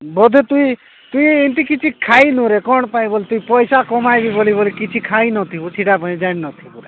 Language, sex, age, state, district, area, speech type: Odia, male, 45-60, Odisha, Nabarangpur, rural, conversation